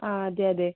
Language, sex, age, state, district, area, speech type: Malayalam, female, 18-30, Kerala, Kasaragod, rural, conversation